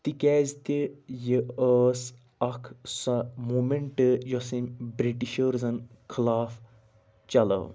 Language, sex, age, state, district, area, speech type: Kashmiri, male, 30-45, Jammu and Kashmir, Anantnag, rural, spontaneous